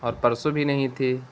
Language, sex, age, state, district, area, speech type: Urdu, male, 18-30, Bihar, Gaya, urban, spontaneous